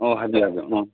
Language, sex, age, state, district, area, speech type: Manipuri, male, 30-45, Manipur, Kangpokpi, urban, conversation